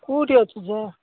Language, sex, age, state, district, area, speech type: Odia, male, 45-60, Odisha, Nabarangpur, rural, conversation